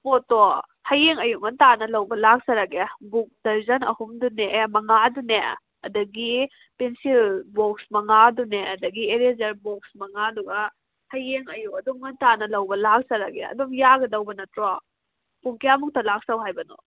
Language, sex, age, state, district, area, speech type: Manipuri, female, 18-30, Manipur, Kakching, rural, conversation